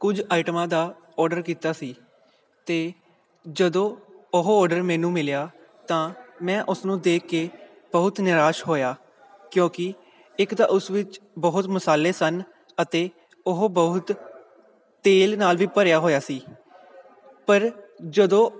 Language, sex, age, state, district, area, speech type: Punjabi, male, 18-30, Punjab, Pathankot, rural, spontaneous